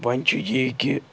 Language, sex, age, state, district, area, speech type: Kashmiri, male, 45-60, Jammu and Kashmir, Srinagar, urban, spontaneous